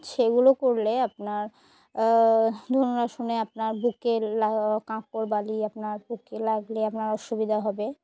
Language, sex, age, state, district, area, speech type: Bengali, female, 18-30, West Bengal, Murshidabad, urban, spontaneous